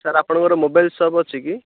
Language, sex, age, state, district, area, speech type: Odia, male, 30-45, Odisha, Ganjam, urban, conversation